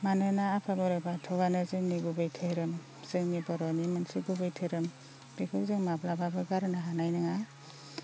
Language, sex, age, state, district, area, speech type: Bodo, female, 30-45, Assam, Baksa, rural, spontaneous